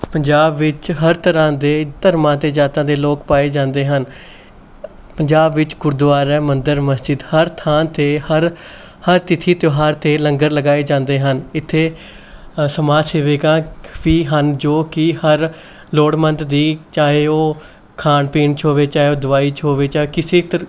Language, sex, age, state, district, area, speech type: Punjabi, male, 18-30, Punjab, Mohali, urban, spontaneous